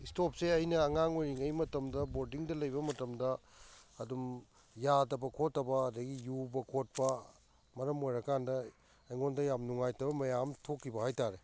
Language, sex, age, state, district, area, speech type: Manipuri, male, 45-60, Manipur, Kakching, rural, spontaneous